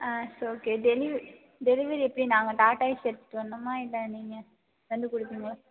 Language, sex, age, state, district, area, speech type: Tamil, female, 18-30, Tamil Nadu, Mayiladuthurai, urban, conversation